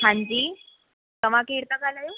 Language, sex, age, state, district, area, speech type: Sindhi, female, 18-30, Delhi, South Delhi, urban, conversation